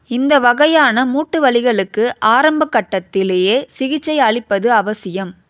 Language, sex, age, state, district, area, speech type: Tamil, female, 30-45, Tamil Nadu, Chennai, urban, read